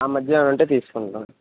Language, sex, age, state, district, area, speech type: Telugu, male, 18-30, Andhra Pradesh, Visakhapatnam, rural, conversation